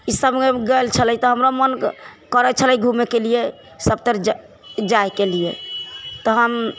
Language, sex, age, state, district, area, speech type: Maithili, female, 45-60, Bihar, Sitamarhi, urban, spontaneous